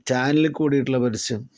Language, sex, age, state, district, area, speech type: Malayalam, male, 60+, Kerala, Palakkad, rural, spontaneous